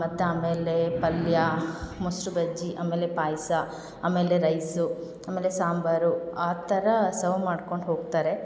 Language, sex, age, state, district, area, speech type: Kannada, female, 18-30, Karnataka, Hassan, rural, spontaneous